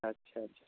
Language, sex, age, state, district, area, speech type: Hindi, male, 30-45, Uttar Pradesh, Mau, urban, conversation